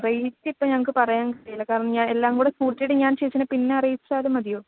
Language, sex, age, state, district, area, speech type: Malayalam, female, 30-45, Kerala, Idukki, rural, conversation